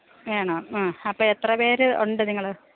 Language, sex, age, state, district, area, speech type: Malayalam, female, 30-45, Kerala, Pathanamthitta, rural, conversation